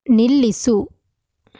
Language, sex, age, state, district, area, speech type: Kannada, female, 30-45, Karnataka, Mandya, rural, read